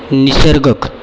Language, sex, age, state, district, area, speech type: Marathi, male, 18-30, Maharashtra, Nagpur, urban, spontaneous